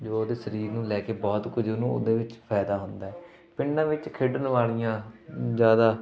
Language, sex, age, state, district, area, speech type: Punjabi, male, 18-30, Punjab, Fatehgarh Sahib, rural, spontaneous